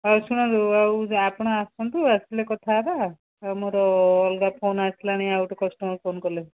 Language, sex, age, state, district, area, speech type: Odia, female, 45-60, Odisha, Rayagada, rural, conversation